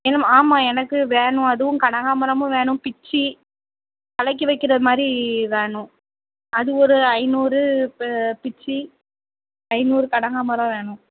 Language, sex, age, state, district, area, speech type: Tamil, female, 30-45, Tamil Nadu, Thoothukudi, rural, conversation